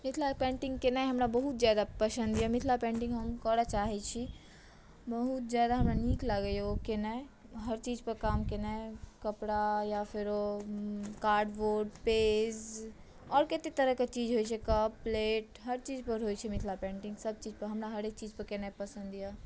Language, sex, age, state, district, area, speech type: Maithili, female, 18-30, Bihar, Madhubani, rural, spontaneous